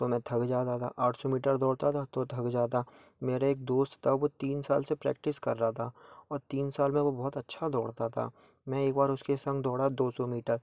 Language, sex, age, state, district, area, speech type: Hindi, male, 18-30, Madhya Pradesh, Gwalior, urban, spontaneous